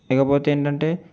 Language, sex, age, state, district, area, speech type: Telugu, male, 18-30, Andhra Pradesh, East Godavari, urban, spontaneous